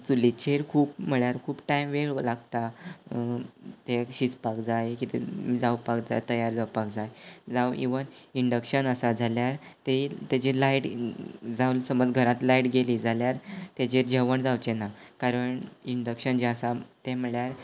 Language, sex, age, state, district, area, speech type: Goan Konkani, male, 18-30, Goa, Quepem, rural, spontaneous